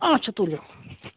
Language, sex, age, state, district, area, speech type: Kashmiri, female, 30-45, Jammu and Kashmir, Anantnag, rural, conversation